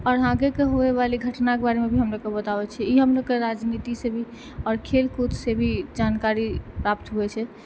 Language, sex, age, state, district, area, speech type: Maithili, female, 18-30, Bihar, Purnia, rural, spontaneous